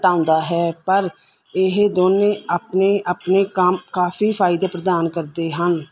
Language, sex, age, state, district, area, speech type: Punjabi, female, 30-45, Punjab, Mansa, urban, spontaneous